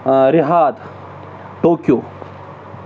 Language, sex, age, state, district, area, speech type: Kashmiri, male, 45-60, Jammu and Kashmir, Baramulla, rural, spontaneous